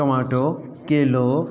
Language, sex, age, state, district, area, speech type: Sindhi, male, 30-45, Uttar Pradesh, Lucknow, urban, spontaneous